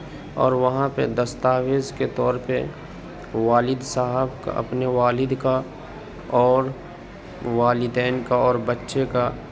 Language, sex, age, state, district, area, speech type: Urdu, male, 30-45, Uttar Pradesh, Gautam Buddha Nagar, urban, spontaneous